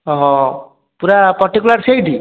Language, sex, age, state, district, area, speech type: Odia, male, 18-30, Odisha, Kendrapara, urban, conversation